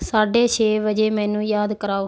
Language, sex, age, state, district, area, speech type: Punjabi, female, 30-45, Punjab, Muktsar, urban, read